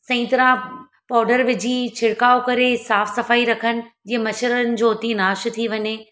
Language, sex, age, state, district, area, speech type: Sindhi, female, 30-45, Gujarat, Surat, urban, spontaneous